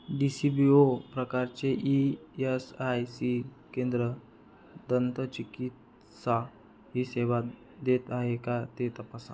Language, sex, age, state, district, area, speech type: Marathi, male, 18-30, Maharashtra, Buldhana, urban, read